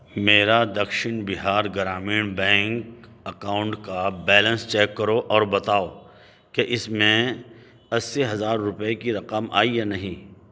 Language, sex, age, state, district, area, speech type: Urdu, male, 45-60, Delhi, Central Delhi, urban, read